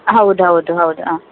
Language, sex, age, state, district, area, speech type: Kannada, female, 18-30, Karnataka, Udupi, rural, conversation